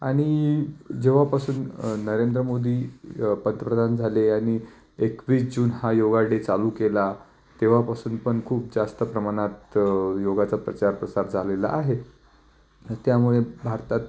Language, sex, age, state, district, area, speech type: Marathi, male, 30-45, Maharashtra, Nashik, urban, spontaneous